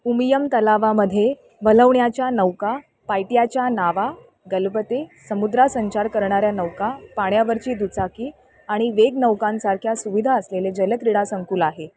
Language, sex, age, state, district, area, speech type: Marathi, female, 30-45, Maharashtra, Mumbai Suburban, urban, read